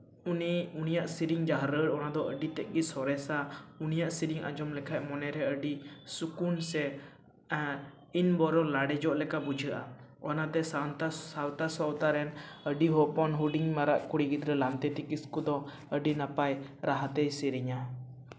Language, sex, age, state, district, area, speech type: Santali, male, 18-30, West Bengal, Purba Bardhaman, rural, spontaneous